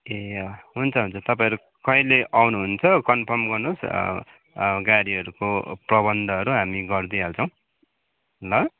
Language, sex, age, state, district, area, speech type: Nepali, male, 30-45, West Bengal, Kalimpong, rural, conversation